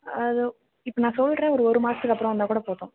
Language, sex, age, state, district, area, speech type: Tamil, female, 18-30, Tamil Nadu, Perambalur, rural, conversation